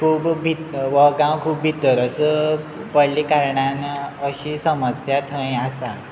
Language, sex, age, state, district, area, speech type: Goan Konkani, male, 18-30, Goa, Quepem, rural, spontaneous